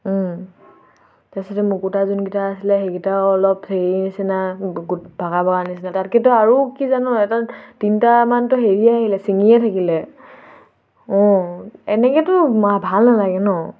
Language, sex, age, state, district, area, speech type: Assamese, female, 18-30, Assam, Tinsukia, urban, spontaneous